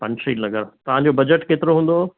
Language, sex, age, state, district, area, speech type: Sindhi, male, 60+, Rajasthan, Ajmer, urban, conversation